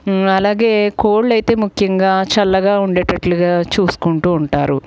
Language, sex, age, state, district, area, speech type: Telugu, female, 45-60, Andhra Pradesh, Guntur, urban, spontaneous